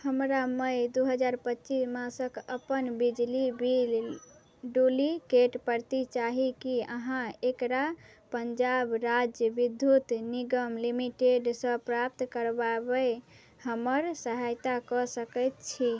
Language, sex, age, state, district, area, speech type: Maithili, female, 18-30, Bihar, Madhubani, rural, read